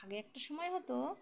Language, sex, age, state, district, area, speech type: Bengali, female, 18-30, West Bengal, Dakshin Dinajpur, urban, spontaneous